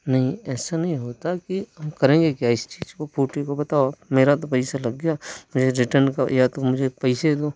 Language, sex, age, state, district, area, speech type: Hindi, male, 30-45, Madhya Pradesh, Hoshangabad, rural, spontaneous